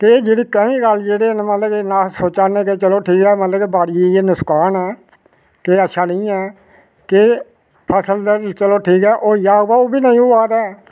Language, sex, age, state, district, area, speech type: Dogri, male, 60+, Jammu and Kashmir, Reasi, rural, spontaneous